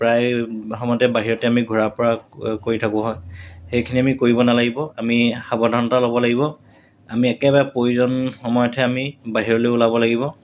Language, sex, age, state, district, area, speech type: Assamese, male, 45-60, Assam, Golaghat, urban, spontaneous